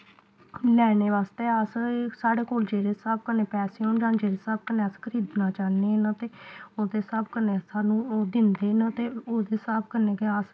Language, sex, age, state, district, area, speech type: Dogri, female, 18-30, Jammu and Kashmir, Samba, rural, spontaneous